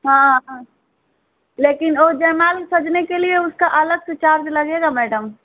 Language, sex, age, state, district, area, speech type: Hindi, female, 45-60, Uttar Pradesh, Ghazipur, rural, conversation